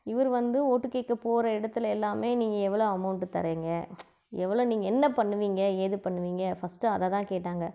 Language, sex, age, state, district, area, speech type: Tamil, female, 45-60, Tamil Nadu, Namakkal, rural, spontaneous